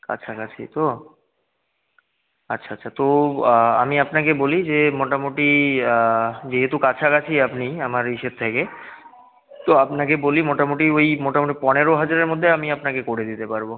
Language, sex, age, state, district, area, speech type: Bengali, male, 18-30, West Bengal, Jalpaiguri, rural, conversation